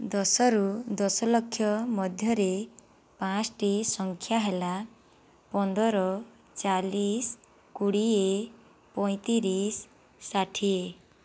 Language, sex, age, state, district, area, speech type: Odia, female, 18-30, Odisha, Boudh, rural, spontaneous